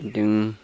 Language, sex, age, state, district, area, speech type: Bodo, male, 60+, Assam, Chirang, rural, spontaneous